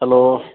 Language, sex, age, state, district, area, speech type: Dogri, female, 30-45, Jammu and Kashmir, Jammu, urban, conversation